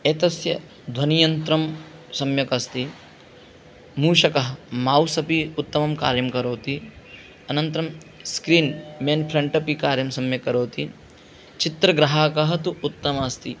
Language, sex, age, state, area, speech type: Sanskrit, male, 18-30, Rajasthan, rural, spontaneous